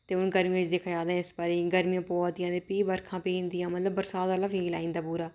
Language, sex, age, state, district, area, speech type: Dogri, female, 30-45, Jammu and Kashmir, Udhampur, urban, spontaneous